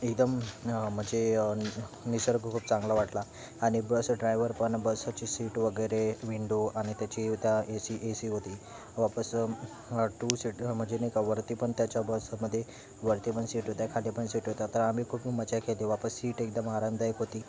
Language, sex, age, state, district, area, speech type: Marathi, male, 18-30, Maharashtra, Thane, urban, spontaneous